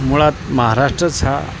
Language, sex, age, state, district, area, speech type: Marathi, male, 45-60, Maharashtra, Osmanabad, rural, spontaneous